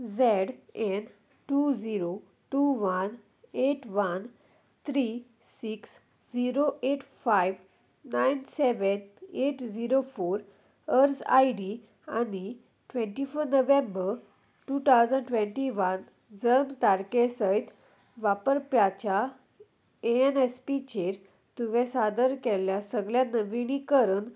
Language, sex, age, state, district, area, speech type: Goan Konkani, female, 18-30, Goa, Salcete, rural, read